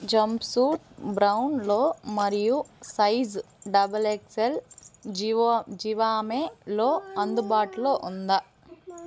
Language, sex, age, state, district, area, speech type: Telugu, female, 30-45, Andhra Pradesh, Eluru, urban, read